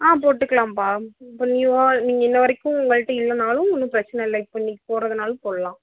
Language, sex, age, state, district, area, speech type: Tamil, female, 30-45, Tamil Nadu, Mayiladuthurai, urban, conversation